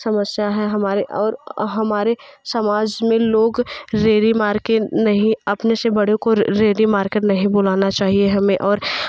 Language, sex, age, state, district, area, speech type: Hindi, female, 18-30, Uttar Pradesh, Jaunpur, urban, spontaneous